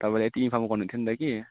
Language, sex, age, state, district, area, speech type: Nepali, male, 18-30, West Bengal, Kalimpong, rural, conversation